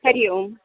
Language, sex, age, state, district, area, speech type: Sanskrit, female, 45-60, Karnataka, Dharwad, urban, conversation